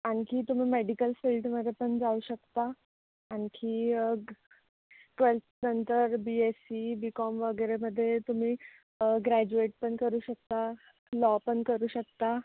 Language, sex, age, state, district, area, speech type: Marathi, female, 18-30, Maharashtra, Nagpur, urban, conversation